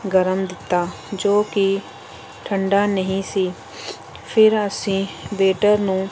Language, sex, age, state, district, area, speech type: Punjabi, female, 30-45, Punjab, Pathankot, rural, spontaneous